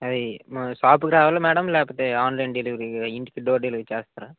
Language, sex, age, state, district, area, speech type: Telugu, male, 30-45, Andhra Pradesh, Srikakulam, urban, conversation